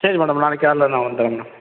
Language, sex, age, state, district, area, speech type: Tamil, male, 45-60, Tamil Nadu, Namakkal, rural, conversation